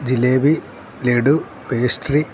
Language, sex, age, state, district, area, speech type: Malayalam, male, 45-60, Kerala, Kottayam, urban, spontaneous